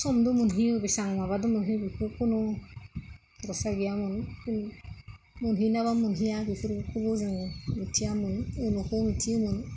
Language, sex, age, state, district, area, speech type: Bodo, female, 30-45, Assam, Goalpara, rural, spontaneous